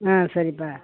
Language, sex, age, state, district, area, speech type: Tamil, female, 60+, Tamil Nadu, Tiruvannamalai, rural, conversation